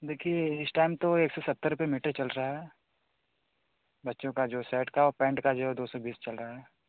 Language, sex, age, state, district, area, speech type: Hindi, male, 18-30, Uttar Pradesh, Varanasi, rural, conversation